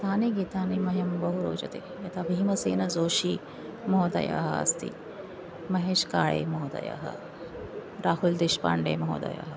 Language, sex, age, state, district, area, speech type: Sanskrit, female, 45-60, Maharashtra, Nagpur, urban, spontaneous